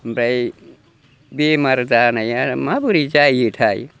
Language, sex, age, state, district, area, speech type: Bodo, male, 60+, Assam, Chirang, rural, spontaneous